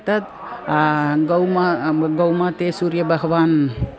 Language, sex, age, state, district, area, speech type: Sanskrit, female, 60+, Tamil Nadu, Chennai, urban, spontaneous